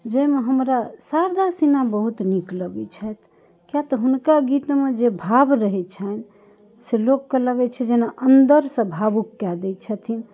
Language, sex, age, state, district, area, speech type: Maithili, female, 30-45, Bihar, Darbhanga, urban, spontaneous